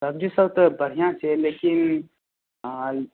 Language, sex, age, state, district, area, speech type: Maithili, male, 18-30, Bihar, Madhepura, rural, conversation